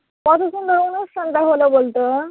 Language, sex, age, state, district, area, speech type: Bengali, female, 18-30, West Bengal, Murshidabad, rural, conversation